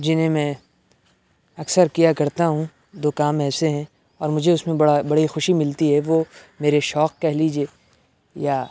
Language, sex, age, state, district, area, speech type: Urdu, male, 30-45, Uttar Pradesh, Aligarh, rural, spontaneous